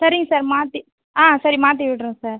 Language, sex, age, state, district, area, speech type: Tamil, female, 30-45, Tamil Nadu, Cuddalore, rural, conversation